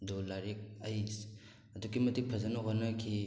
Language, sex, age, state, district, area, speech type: Manipuri, male, 18-30, Manipur, Thoubal, rural, spontaneous